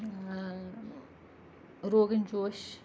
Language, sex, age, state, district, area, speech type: Kashmiri, female, 45-60, Jammu and Kashmir, Srinagar, rural, spontaneous